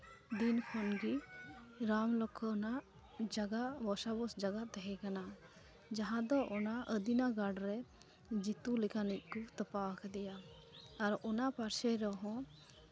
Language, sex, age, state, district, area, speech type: Santali, female, 18-30, West Bengal, Malda, rural, spontaneous